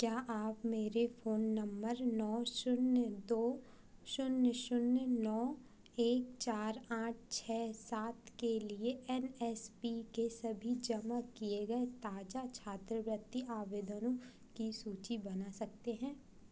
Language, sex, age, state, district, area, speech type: Hindi, female, 18-30, Madhya Pradesh, Chhindwara, urban, read